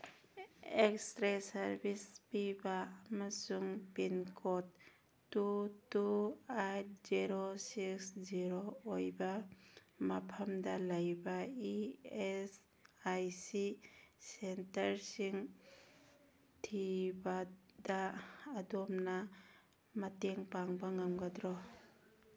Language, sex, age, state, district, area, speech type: Manipuri, female, 45-60, Manipur, Churachandpur, rural, read